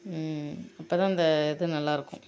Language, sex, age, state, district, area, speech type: Tamil, female, 18-30, Tamil Nadu, Thanjavur, rural, spontaneous